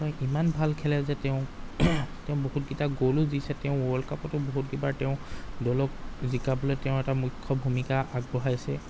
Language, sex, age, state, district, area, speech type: Assamese, male, 30-45, Assam, Golaghat, urban, spontaneous